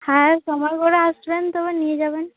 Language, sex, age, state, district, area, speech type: Bengali, female, 30-45, West Bengal, Uttar Dinajpur, urban, conversation